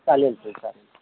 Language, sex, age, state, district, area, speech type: Marathi, male, 18-30, Maharashtra, Nagpur, rural, conversation